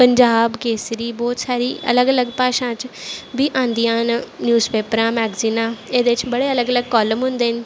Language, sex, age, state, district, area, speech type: Dogri, female, 18-30, Jammu and Kashmir, Jammu, urban, spontaneous